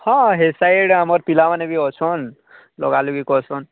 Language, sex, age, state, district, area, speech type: Odia, male, 45-60, Odisha, Nuapada, urban, conversation